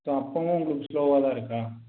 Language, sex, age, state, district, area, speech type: Tamil, male, 30-45, Tamil Nadu, Erode, rural, conversation